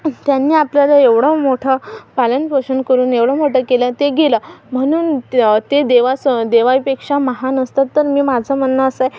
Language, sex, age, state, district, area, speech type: Marathi, female, 18-30, Maharashtra, Amravati, urban, spontaneous